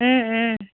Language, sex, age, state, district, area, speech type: Assamese, female, 30-45, Assam, Dibrugarh, rural, conversation